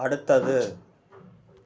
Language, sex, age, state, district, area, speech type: Tamil, male, 45-60, Tamil Nadu, Tiruppur, urban, read